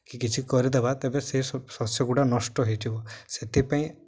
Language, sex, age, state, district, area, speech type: Odia, male, 18-30, Odisha, Mayurbhanj, rural, spontaneous